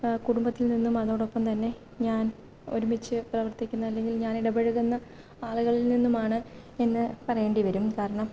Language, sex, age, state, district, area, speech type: Malayalam, female, 18-30, Kerala, Kottayam, rural, spontaneous